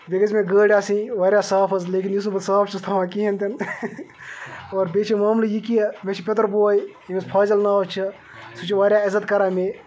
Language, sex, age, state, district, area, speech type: Kashmiri, male, 30-45, Jammu and Kashmir, Baramulla, rural, spontaneous